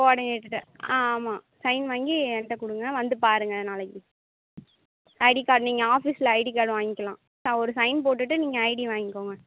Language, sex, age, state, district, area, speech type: Tamil, female, 18-30, Tamil Nadu, Mayiladuthurai, rural, conversation